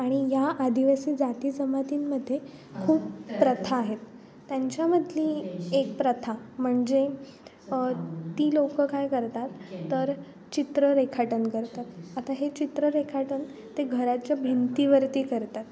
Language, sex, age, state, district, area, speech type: Marathi, female, 18-30, Maharashtra, Ratnagiri, rural, spontaneous